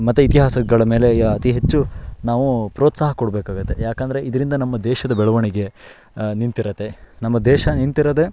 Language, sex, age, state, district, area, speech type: Kannada, male, 18-30, Karnataka, Shimoga, rural, spontaneous